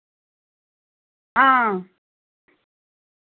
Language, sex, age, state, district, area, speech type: Dogri, female, 30-45, Jammu and Kashmir, Samba, rural, conversation